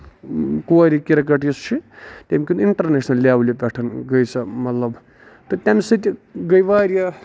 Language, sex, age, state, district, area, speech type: Kashmiri, male, 18-30, Jammu and Kashmir, Budgam, rural, spontaneous